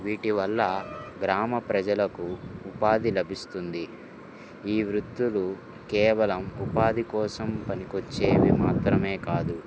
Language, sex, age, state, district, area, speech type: Telugu, male, 18-30, Andhra Pradesh, Guntur, urban, spontaneous